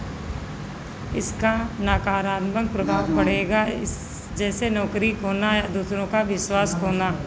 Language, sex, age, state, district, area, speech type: Hindi, female, 45-60, Uttar Pradesh, Sitapur, rural, read